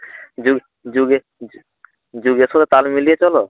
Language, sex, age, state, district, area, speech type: Bengali, male, 45-60, West Bengal, Nadia, rural, conversation